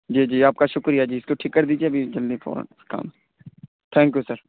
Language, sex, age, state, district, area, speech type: Urdu, male, 18-30, Uttar Pradesh, Saharanpur, urban, conversation